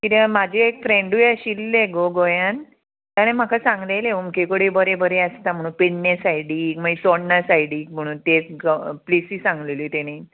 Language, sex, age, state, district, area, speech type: Goan Konkani, female, 45-60, Goa, Murmgao, rural, conversation